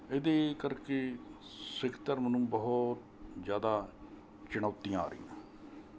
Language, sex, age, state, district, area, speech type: Punjabi, male, 60+, Punjab, Mohali, urban, spontaneous